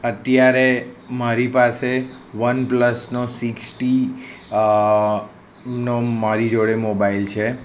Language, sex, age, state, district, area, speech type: Gujarati, male, 30-45, Gujarat, Kheda, rural, spontaneous